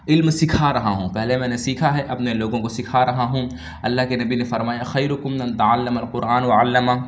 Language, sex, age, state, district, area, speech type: Urdu, male, 18-30, Uttar Pradesh, Lucknow, urban, spontaneous